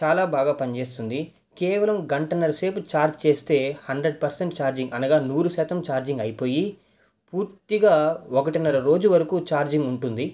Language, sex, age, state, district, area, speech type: Telugu, male, 18-30, Andhra Pradesh, Nellore, urban, spontaneous